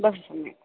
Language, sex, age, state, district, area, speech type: Sanskrit, female, 18-30, Kerala, Thrissur, urban, conversation